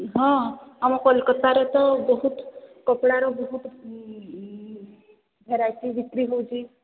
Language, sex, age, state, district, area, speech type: Odia, female, 18-30, Odisha, Sambalpur, rural, conversation